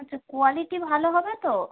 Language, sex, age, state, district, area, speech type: Bengali, female, 30-45, West Bengal, North 24 Parganas, urban, conversation